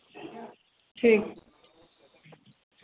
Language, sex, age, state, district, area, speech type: Dogri, female, 18-30, Jammu and Kashmir, Samba, rural, conversation